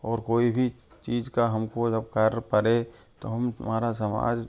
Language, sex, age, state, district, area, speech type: Hindi, male, 18-30, Rajasthan, Karauli, rural, spontaneous